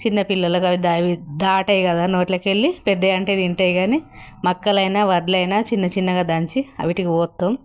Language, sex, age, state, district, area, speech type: Telugu, female, 60+, Telangana, Jagtial, rural, spontaneous